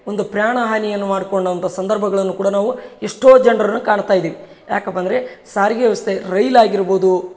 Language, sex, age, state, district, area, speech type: Kannada, male, 30-45, Karnataka, Bellary, rural, spontaneous